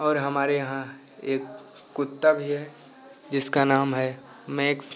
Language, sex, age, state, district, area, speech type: Hindi, male, 18-30, Uttar Pradesh, Pratapgarh, rural, spontaneous